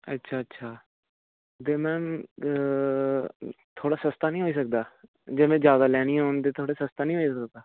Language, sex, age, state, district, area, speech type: Dogri, female, 30-45, Jammu and Kashmir, Reasi, urban, conversation